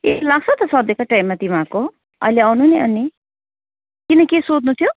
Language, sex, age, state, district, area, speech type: Nepali, female, 18-30, West Bengal, Kalimpong, rural, conversation